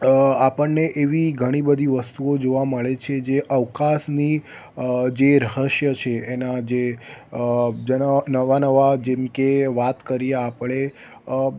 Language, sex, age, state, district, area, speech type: Gujarati, male, 18-30, Gujarat, Ahmedabad, urban, spontaneous